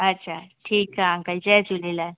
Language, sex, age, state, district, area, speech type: Sindhi, female, 18-30, Gujarat, Surat, urban, conversation